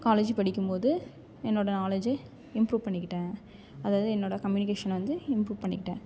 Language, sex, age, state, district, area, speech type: Tamil, female, 18-30, Tamil Nadu, Thanjavur, rural, spontaneous